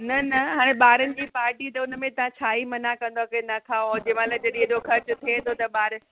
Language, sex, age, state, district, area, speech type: Sindhi, female, 30-45, Uttar Pradesh, Lucknow, urban, conversation